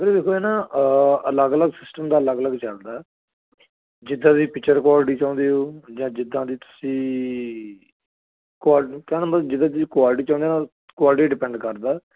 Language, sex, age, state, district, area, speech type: Punjabi, male, 30-45, Punjab, Firozpur, rural, conversation